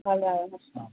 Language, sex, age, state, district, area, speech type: Telugu, female, 18-30, Andhra Pradesh, Srikakulam, urban, conversation